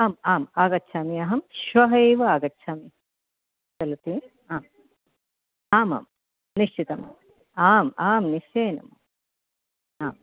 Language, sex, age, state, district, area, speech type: Sanskrit, female, 45-60, Maharashtra, Nagpur, urban, conversation